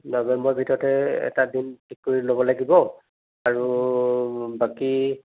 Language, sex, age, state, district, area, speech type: Assamese, male, 60+, Assam, Charaideo, urban, conversation